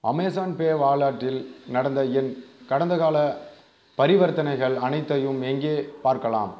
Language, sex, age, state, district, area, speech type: Tamil, male, 18-30, Tamil Nadu, Cuddalore, rural, read